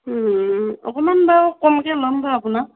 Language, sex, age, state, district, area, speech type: Assamese, female, 30-45, Assam, Morigaon, rural, conversation